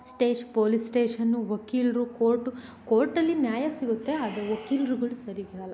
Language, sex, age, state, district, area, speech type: Kannada, female, 18-30, Karnataka, Tumkur, rural, spontaneous